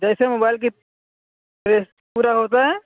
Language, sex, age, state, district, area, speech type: Urdu, male, 30-45, Uttar Pradesh, Lucknow, rural, conversation